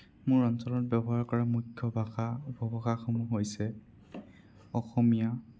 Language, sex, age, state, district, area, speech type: Assamese, male, 18-30, Assam, Sonitpur, rural, spontaneous